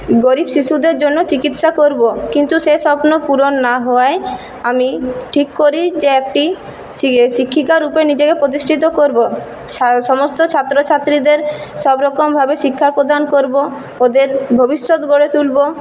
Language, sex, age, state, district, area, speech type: Bengali, female, 18-30, West Bengal, Purulia, urban, spontaneous